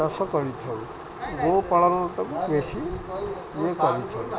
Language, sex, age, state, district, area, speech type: Odia, male, 30-45, Odisha, Jagatsinghpur, urban, spontaneous